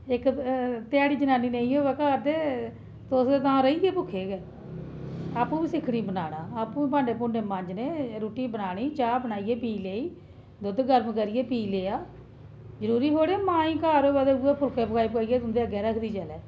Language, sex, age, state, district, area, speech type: Dogri, female, 30-45, Jammu and Kashmir, Jammu, urban, spontaneous